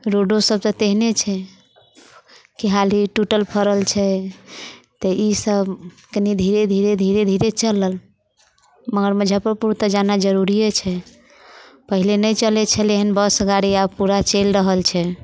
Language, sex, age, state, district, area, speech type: Maithili, female, 45-60, Bihar, Muzaffarpur, rural, spontaneous